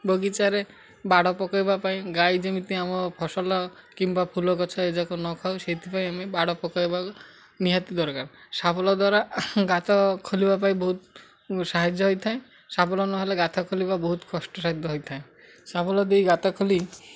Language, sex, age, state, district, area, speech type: Odia, male, 45-60, Odisha, Malkangiri, urban, spontaneous